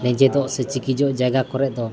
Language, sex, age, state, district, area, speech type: Santali, male, 18-30, Jharkhand, East Singhbhum, rural, spontaneous